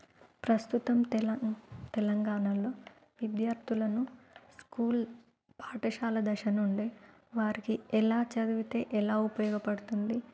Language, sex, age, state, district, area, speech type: Telugu, female, 30-45, Telangana, Warangal, urban, spontaneous